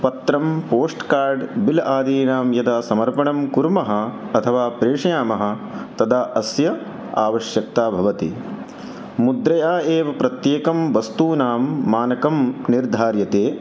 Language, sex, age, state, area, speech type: Sanskrit, male, 30-45, Madhya Pradesh, urban, spontaneous